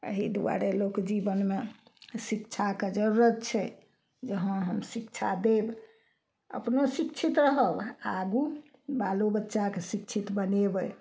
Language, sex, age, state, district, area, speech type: Maithili, female, 60+, Bihar, Samastipur, rural, spontaneous